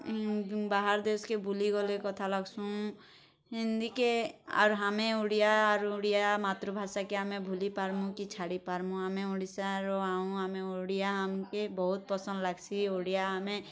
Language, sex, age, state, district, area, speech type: Odia, female, 30-45, Odisha, Bargarh, urban, spontaneous